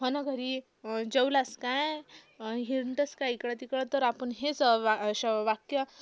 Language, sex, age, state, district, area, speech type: Marathi, female, 18-30, Maharashtra, Amravati, urban, spontaneous